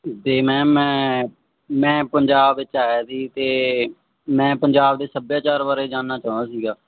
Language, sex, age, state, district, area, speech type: Punjabi, male, 18-30, Punjab, Barnala, rural, conversation